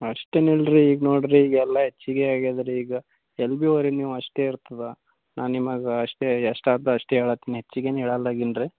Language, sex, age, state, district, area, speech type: Kannada, male, 18-30, Karnataka, Gulbarga, rural, conversation